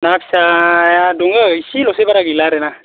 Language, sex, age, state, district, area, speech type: Bodo, male, 18-30, Assam, Baksa, rural, conversation